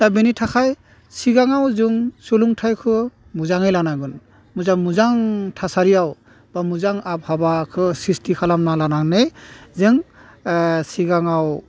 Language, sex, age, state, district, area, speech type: Bodo, male, 45-60, Assam, Udalguri, rural, spontaneous